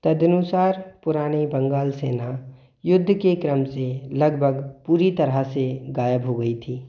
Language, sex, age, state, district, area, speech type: Hindi, male, 18-30, Madhya Pradesh, Bhopal, urban, read